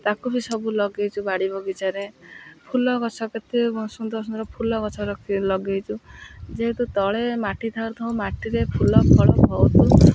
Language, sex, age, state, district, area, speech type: Odia, female, 30-45, Odisha, Jagatsinghpur, rural, spontaneous